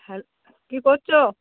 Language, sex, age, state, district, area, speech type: Bengali, female, 45-60, West Bengal, Cooch Behar, urban, conversation